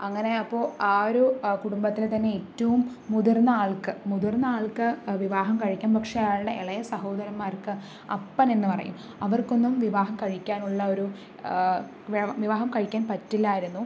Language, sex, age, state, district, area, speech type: Malayalam, female, 45-60, Kerala, Palakkad, rural, spontaneous